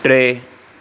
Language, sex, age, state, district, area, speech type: Sindhi, male, 18-30, Maharashtra, Thane, urban, read